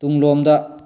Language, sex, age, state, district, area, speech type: Manipuri, male, 45-60, Manipur, Bishnupur, rural, read